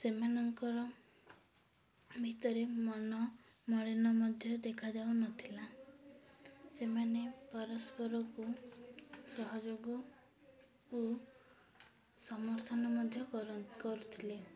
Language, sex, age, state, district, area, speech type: Odia, female, 18-30, Odisha, Ganjam, urban, spontaneous